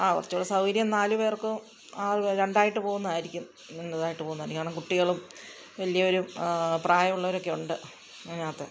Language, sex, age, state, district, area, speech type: Malayalam, female, 45-60, Kerala, Kottayam, rural, spontaneous